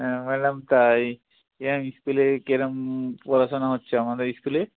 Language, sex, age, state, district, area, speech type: Bengali, male, 45-60, West Bengal, Hooghly, rural, conversation